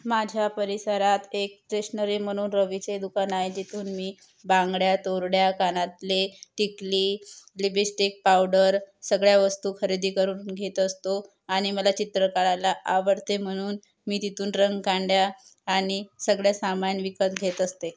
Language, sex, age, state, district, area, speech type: Marathi, female, 18-30, Maharashtra, Yavatmal, rural, spontaneous